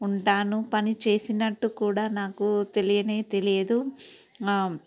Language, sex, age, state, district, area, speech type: Telugu, female, 30-45, Telangana, Peddapalli, rural, spontaneous